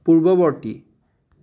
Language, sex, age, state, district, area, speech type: Assamese, male, 30-45, Assam, Dibrugarh, rural, read